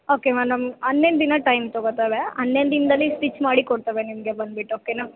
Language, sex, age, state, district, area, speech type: Kannada, female, 18-30, Karnataka, Bellary, urban, conversation